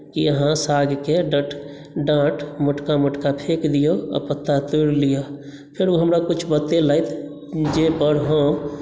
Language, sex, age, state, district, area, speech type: Maithili, male, 18-30, Bihar, Madhubani, rural, spontaneous